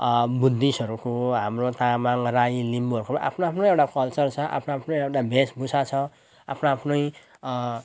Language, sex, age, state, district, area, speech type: Nepali, male, 30-45, West Bengal, Jalpaiguri, urban, spontaneous